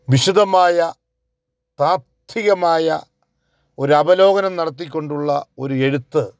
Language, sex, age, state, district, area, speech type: Malayalam, male, 45-60, Kerala, Kollam, rural, spontaneous